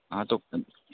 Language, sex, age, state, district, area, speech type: Urdu, male, 18-30, Uttar Pradesh, Saharanpur, urban, conversation